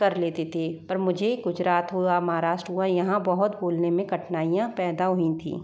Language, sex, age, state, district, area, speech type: Hindi, female, 30-45, Rajasthan, Jaipur, urban, spontaneous